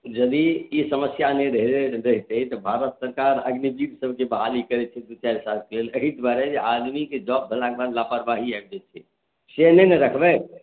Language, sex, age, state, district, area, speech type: Maithili, male, 45-60, Bihar, Madhubani, urban, conversation